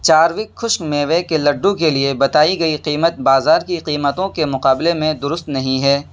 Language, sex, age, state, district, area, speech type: Urdu, male, 18-30, Delhi, East Delhi, urban, read